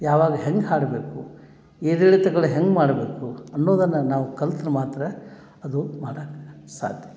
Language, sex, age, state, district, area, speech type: Kannada, male, 60+, Karnataka, Dharwad, urban, spontaneous